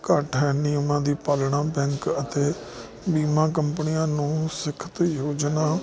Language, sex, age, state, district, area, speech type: Punjabi, male, 30-45, Punjab, Jalandhar, urban, spontaneous